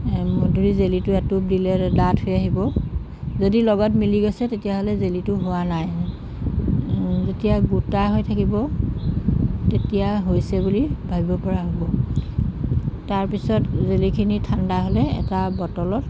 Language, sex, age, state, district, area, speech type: Assamese, female, 45-60, Assam, Jorhat, urban, spontaneous